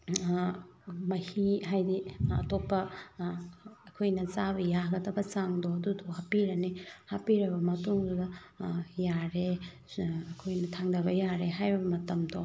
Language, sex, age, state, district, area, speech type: Manipuri, female, 30-45, Manipur, Thoubal, rural, spontaneous